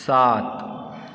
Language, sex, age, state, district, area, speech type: Maithili, male, 30-45, Bihar, Supaul, urban, read